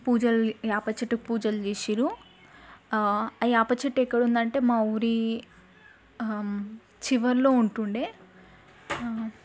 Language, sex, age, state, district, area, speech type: Telugu, female, 18-30, Telangana, Mahbubnagar, urban, spontaneous